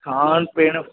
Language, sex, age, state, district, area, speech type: Punjabi, male, 18-30, Punjab, Mohali, rural, conversation